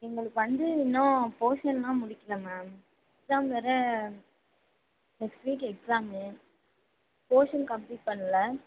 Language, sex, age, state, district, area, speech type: Tamil, female, 18-30, Tamil Nadu, Mayiladuthurai, rural, conversation